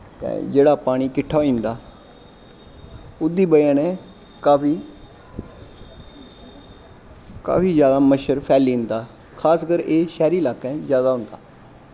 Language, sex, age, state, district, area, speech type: Dogri, male, 18-30, Jammu and Kashmir, Kathua, rural, spontaneous